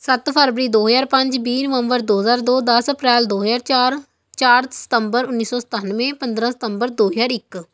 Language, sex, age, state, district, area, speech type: Punjabi, female, 18-30, Punjab, Fatehgarh Sahib, rural, spontaneous